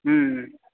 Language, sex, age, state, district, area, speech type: Maithili, male, 30-45, Bihar, Supaul, rural, conversation